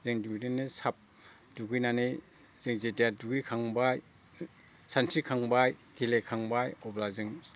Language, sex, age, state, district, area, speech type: Bodo, male, 60+, Assam, Udalguri, rural, spontaneous